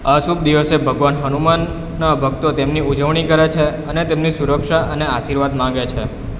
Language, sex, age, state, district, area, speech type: Gujarati, male, 18-30, Gujarat, Valsad, rural, read